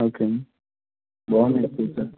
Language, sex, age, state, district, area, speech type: Telugu, female, 30-45, Andhra Pradesh, Konaseema, urban, conversation